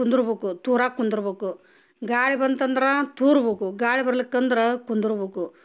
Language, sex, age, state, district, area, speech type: Kannada, female, 30-45, Karnataka, Gadag, rural, spontaneous